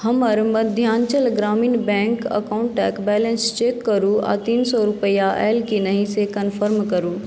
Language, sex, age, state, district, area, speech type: Maithili, female, 30-45, Bihar, Madhubani, rural, read